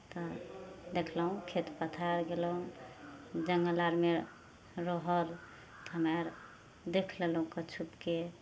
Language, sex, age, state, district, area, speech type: Maithili, female, 30-45, Bihar, Samastipur, rural, spontaneous